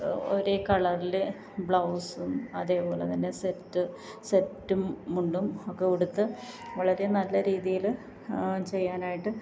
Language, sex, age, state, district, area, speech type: Malayalam, female, 30-45, Kerala, Alappuzha, rural, spontaneous